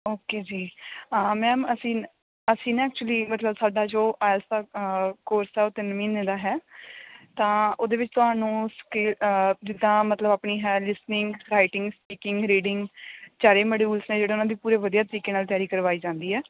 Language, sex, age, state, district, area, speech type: Punjabi, female, 18-30, Punjab, Bathinda, rural, conversation